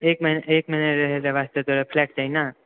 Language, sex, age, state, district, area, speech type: Maithili, male, 30-45, Bihar, Purnia, rural, conversation